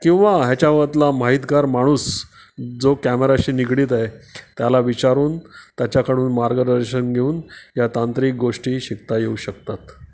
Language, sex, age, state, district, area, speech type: Marathi, male, 60+, Maharashtra, Palghar, rural, spontaneous